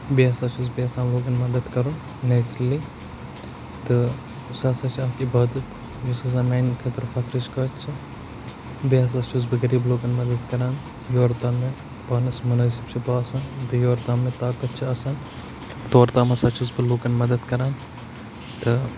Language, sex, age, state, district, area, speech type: Kashmiri, male, 18-30, Jammu and Kashmir, Baramulla, rural, spontaneous